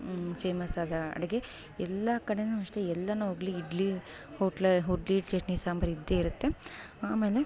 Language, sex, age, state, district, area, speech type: Kannada, female, 30-45, Karnataka, Bangalore Rural, rural, spontaneous